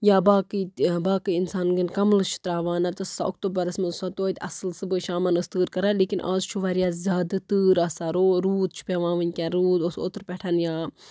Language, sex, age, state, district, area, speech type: Kashmiri, female, 30-45, Jammu and Kashmir, Budgam, rural, spontaneous